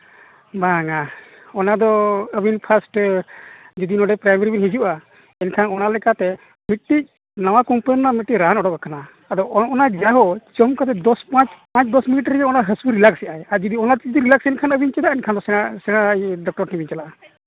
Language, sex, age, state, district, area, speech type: Santali, male, 45-60, Odisha, Mayurbhanj, rural, conversation